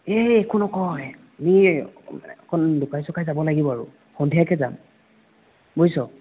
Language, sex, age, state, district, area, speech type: Assamese, male, 18-30, Assam, Nagaon, rural, conversation